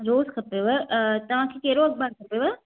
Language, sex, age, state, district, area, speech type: Sindhi, female, 18-30, Maharashtra, Thane, urban, conversation